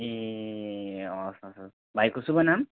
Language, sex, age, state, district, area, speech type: Nepali, male, 30-45, West Bengal, Alipurduar, urban, conversation